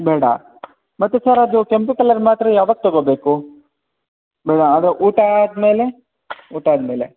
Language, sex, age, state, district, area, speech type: Kannada, male, 30-45, Karnataka, Bangalore Rural, rural, conversation